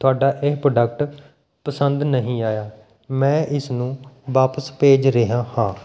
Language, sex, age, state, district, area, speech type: Punjabi, male, 30-45, Punjab, Mohali, rural, spontaneous